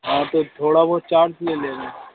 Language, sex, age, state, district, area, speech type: Hindi, male, 18-30, Madhya Pradesh, Hoshangabad, rural, conversation